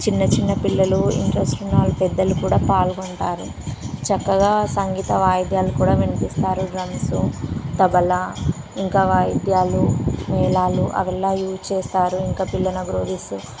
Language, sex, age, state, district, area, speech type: Telugu, female, 18-30, Telangana, Karimnagar, rural, spontaneous